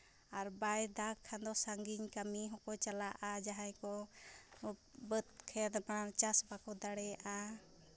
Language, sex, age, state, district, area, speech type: Santali, female, 30-45, Jharkhand, Seraikela Kharsawan, rural, spontaneous